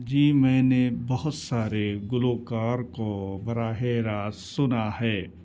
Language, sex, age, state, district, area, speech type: Urdu, male, 18-30, Delhi, South Delhi, urban, spontaneous